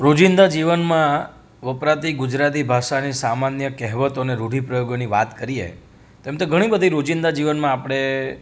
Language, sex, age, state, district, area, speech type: Gujarati, male, 30-45, Gujarat, Rajkot, rural, spontaneous